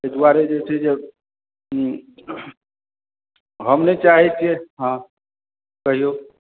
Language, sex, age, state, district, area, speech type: Maithili, male, 30-45, Bihar, Darbhanga, urban, conversation